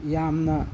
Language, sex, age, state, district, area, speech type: Manipuri, male, 30-45, Manipur, Imphal East, rural, spontaneous